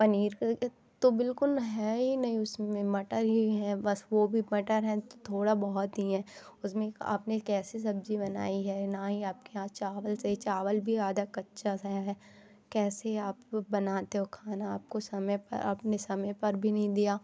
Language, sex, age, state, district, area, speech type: Hindi, female, 18-30, Madhya Pradesh, Katni, rural, spontaneous